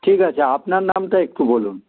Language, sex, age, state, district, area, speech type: Bengali, male, 60+, West Bengal, Dakshin Dinajpur, rural, conversation